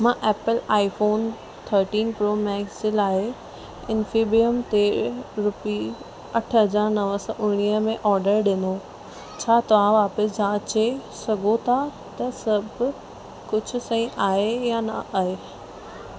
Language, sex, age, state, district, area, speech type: Sindhi, female, 18-30, Rajasthan, Ajmer, urban, read